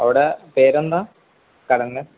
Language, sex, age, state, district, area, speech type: Malayalam, male, 18-30, Kerala, Malappuram, rural, conversation